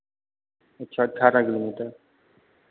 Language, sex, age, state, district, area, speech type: Hindi, male, 30-45, Uttar Pradesh, Lucknow, rural, conversation